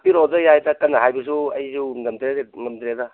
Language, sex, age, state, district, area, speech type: Manipuri, male, 60+, Manipur, Kangpokpi, urban, conversation